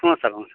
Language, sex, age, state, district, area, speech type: Kannada, male, 30-45, Karnataka, Dharwad, rural, conversation